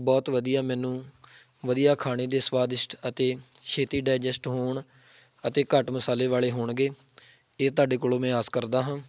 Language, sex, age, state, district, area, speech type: Punjabi, male, 30-45, Punjab, Tarn Taran, rural, spontaneous